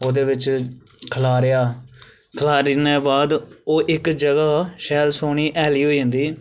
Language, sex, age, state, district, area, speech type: Dogri, male, 18-30, Jammu and Kashmir, Reasi, rural, spontaneous